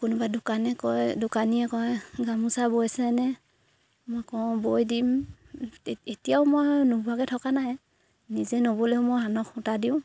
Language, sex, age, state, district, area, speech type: Assamese, female, 18-30, Assam, Sivasagar, rural, spontaneous